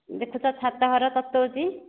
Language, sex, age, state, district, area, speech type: Odia, female, 60+, Odisha, Nayagarh, rural, conversation